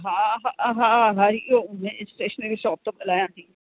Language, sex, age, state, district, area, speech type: Sindhi, female, 60+, Uttar Pradesh, Lucknow, rural, conversation